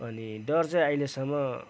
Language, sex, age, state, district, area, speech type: Nepali, male, 45-60, West Bengal, Kalimpong, rural, spontaneous